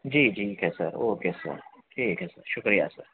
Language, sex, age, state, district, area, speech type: Urdu, male, 18-30, Telangana, Hyderabad, urban, conversation